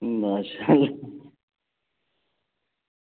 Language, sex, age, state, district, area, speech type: Urdu, male, 45-60, Bihar, Araria, rural, conversation